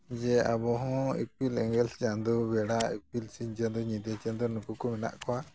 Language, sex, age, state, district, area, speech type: Santali, male, 60+, West Bengal, Jhargram, rural, spontaneous